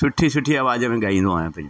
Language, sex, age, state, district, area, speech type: Sindhi, male, 45-60, Delhi, South Delhi, urban, spontaneous